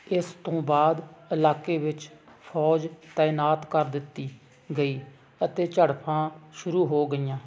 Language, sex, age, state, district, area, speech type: Punjabi, male, 45-60, Punjab, Hoshiarpur, rural, read